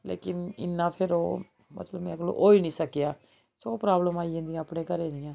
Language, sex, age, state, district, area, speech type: Dogri, female, 45-60, Jammu and Kashmir, Jammu, urban, spontaneous